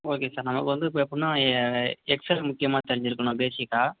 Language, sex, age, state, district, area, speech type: Tamil, male, 18-30, Tamil Nadu, Pudukkottai, rural, conversation